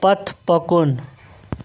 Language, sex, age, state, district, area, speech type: Kashmiri, male, 30-45, Jammu and Kashmir, Srinagar, urban, read